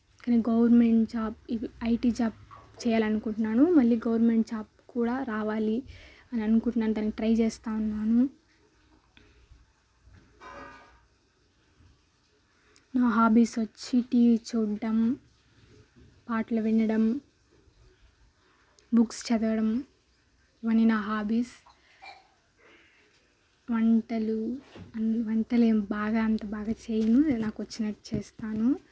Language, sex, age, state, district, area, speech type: Telugu, female, 18-30, Andhra Pradesh, Sri Balaji, urban, spontaneous